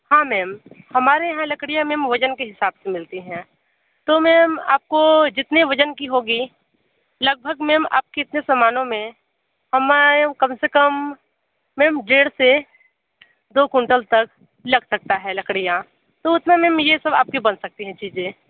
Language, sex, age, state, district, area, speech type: Hindi, female, 30-45, Uttar Pradesh, Sonbhadra, rural, conversation